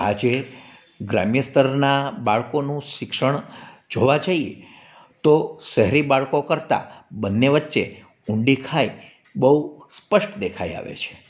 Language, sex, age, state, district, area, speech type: Gujarati, male, 45-60, Gujarat, Amreli, urban, spontaneous